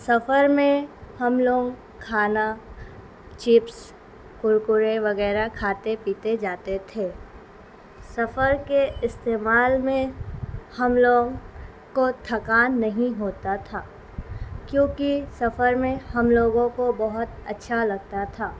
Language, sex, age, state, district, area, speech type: Urdu, female, 18-30, Bihar, Gaya, urban, spontaneous